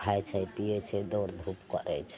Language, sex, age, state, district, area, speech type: Maithili, female, 60+, Bihar, Madhepura, urban, spontaneous